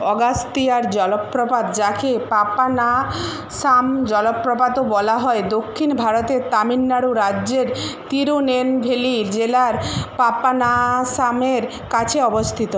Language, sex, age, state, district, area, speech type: Bengali, female, 60+, West Bengal, Jhargram, rural, read